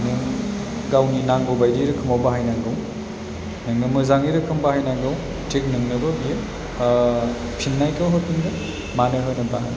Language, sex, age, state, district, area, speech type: Bodo, male, 30-45, Assam, Chirang, rural, spontaneous